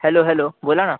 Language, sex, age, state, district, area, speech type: Marathi, male, 18-30, Maharashtra, Thane, urban, conversation